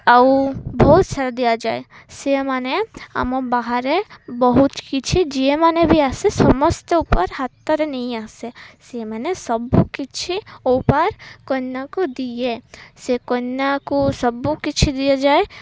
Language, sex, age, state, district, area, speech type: Odia, female, 18-30, Odisha, Malkangiri, urban, spontaneous